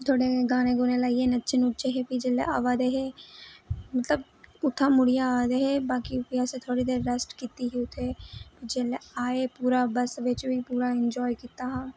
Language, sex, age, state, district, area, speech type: Dogri, female, 18-30, Jammu and Kashmir, Reasi, rural, spontaneous